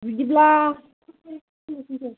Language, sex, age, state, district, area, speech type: Bodo, female, 18-30, Assam, Kokrajhar, rural, conversation